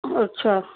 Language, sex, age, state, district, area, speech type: Marathi, female, 60+, Maharashtra, Nagpur, urban, conversation